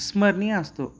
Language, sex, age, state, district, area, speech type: Marathi, male, 18-30, Maharashtra, Sangli, urban, spontaneous